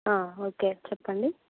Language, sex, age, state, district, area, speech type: Telugu, female, 18-30, Andhra Pradesh, Anakapalli, rural, conversation